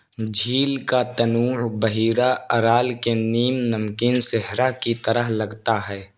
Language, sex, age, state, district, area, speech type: Urdu, male, 18-30, Uttar Pradesh, Balrampur, rural, read